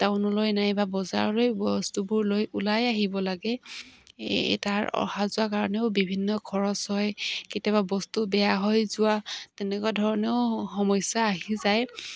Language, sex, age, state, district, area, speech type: Assamese, female, 45-60, Assam, Dibrugarh, rural, spontaneous